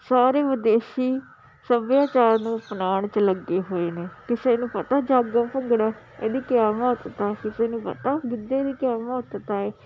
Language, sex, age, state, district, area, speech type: Punjabi, female, 45-60, Punjab, Shaheed Bhagat Singh Nagar, rural, spontaneous